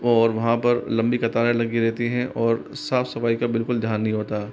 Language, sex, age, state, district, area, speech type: Hindi, female, 45-60, Rajasthan, Jaipur, urban, spontaneous